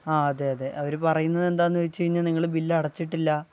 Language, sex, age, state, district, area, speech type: Malayalam, male, 18-30, Kerala, Wayanad, rural, spontaneous